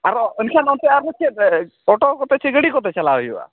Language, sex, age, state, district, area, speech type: Santali, male, 45-60, Odisha, Mayurbhanj, rural, conversation